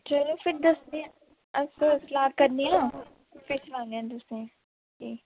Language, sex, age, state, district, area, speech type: Dogri, female, 18-30, Jammu and Kashmir, Jammu, urban, conversation